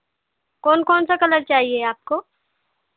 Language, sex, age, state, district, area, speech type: Hindi, female, 18-30, Uttar Pradesh, Pratapgarh, rural, conversation